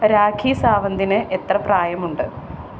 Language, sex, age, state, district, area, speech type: Malayalam, female, 30-45, Kerala, Ernakulam, urban, read